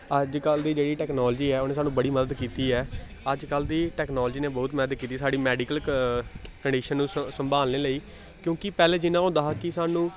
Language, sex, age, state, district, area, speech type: Dogri, male, 18-30, Jammu and Kashmir, Samba, urban, spontaneous